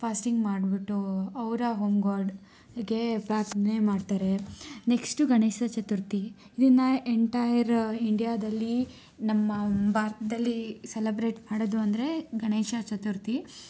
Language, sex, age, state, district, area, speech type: Kannada, female, 18-30, Karnataka, Tumkur, urban, spontaneous